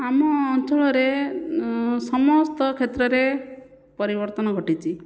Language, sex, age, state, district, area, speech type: Odia, female, 30-45, Odisha, Jajpur, rural, spontaneous